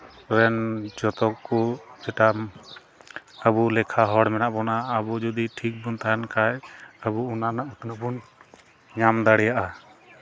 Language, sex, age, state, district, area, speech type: Santali, male, 18-30, West Bengal, Malda, rural, spontaneous